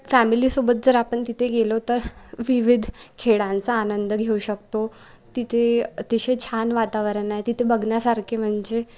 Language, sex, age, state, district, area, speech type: Marathi, female, 18-30, Maharashtra, Wardha, rural, spontaneous